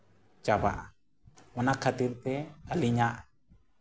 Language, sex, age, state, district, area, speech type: Santali, male, 18-30, Jharkhand, East Singhbhum, rural, spontaneous